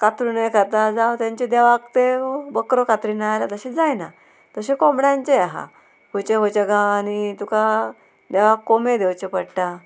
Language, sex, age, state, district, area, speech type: Goan Konkani, female, 30-45, Goa, Murmgao, rural, spontaneous